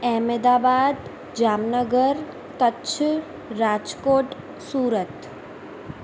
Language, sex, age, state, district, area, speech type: Sindhi, female, 18-30, Gujarat, Surat, urban, spontaneous